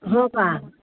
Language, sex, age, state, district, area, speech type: Marathi, female, 60+, Maharashtra, Pune, urban, conversation